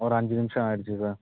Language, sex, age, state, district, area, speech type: Tamil, male, 45-60, Tamil Nadu, Ariyalur, rural, conversation